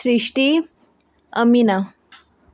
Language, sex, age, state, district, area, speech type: Goan Konkani, female, 18-30, Goa, Ponda, rural, spontaneous